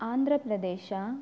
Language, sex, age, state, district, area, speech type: Kannada, female, 18-30, Karnataka, Udupi, rural, spontaneous